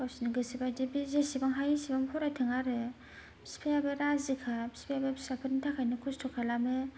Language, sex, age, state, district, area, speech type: Bodo, other, 30-45, Assam, Kokrajhar, rural, spontaneous